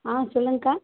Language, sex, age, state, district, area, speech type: Tamil, female, 18-30, Tamil Nadu, Kallakurichi, rural, conversation